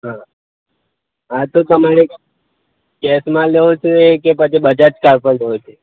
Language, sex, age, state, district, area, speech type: Gujarati, male, 30-45, Gujarat, Aravalli, urban, conversation